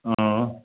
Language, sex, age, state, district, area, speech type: Nepali, male, 18-30, West Bengal, Kalimpong, rural, conversation